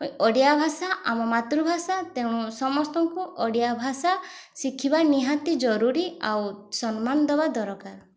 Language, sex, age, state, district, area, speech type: Odia, female, 18-30, Odisha, Mayurbhanj, rural, spontaneous